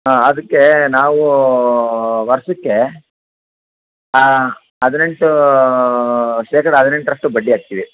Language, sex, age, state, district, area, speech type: Kannada, male, 60+, Karnataka, Chamarajanagar, rural, conversation